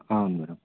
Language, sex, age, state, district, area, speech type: Telugu, male, 18-30, Andhra Pradesh, Anantapur, urban, conversation